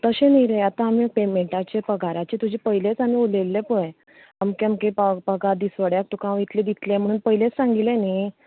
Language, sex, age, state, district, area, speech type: Goan Konkani, female, 18-30, Goa, Canacona, rural, conversation